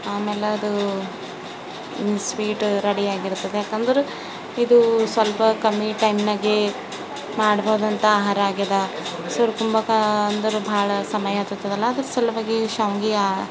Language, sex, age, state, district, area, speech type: Kannada, female, 30-45, Karnataka, Bidar, urban, spontaneous